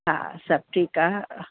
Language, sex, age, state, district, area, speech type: Sindhi, female, 45-60, Delhi, South Delhi, urban, conversation